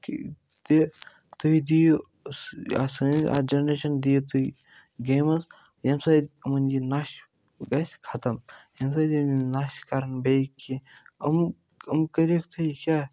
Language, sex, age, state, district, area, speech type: Kashmiri, male, 18-30, Jammu and Kashmir, Baramulla, rural, spontaneous